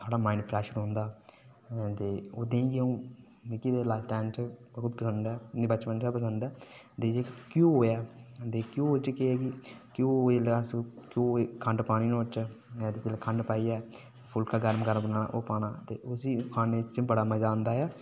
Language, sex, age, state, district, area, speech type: Dogri, male, 18-30, Jammu and Kashmir, Udhampur, rural, spontaneous